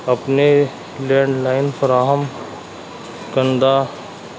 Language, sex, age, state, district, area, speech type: Urdu, male, 45-60, Uttar Pradesh, Muzaffarnagar, urban, spontaneous